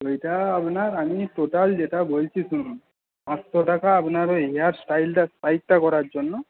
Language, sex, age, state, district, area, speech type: Bengali, male, 18-30, West Bengal, Paschim Medinipur, rural, conversation